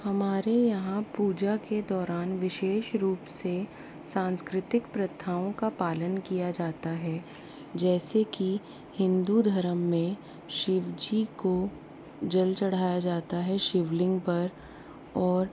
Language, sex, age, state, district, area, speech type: Hindi, female, 18-30, Rajasthan, Jaipur, urban, spontaneous